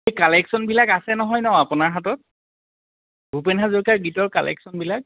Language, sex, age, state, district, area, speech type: Assamese, male, 45-60, Assam, Biswanath, rural, conversation